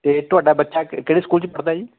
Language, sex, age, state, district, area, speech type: Punjabi, male, 45-60, Punjab, Fatehgarh Sahib, rural, conversation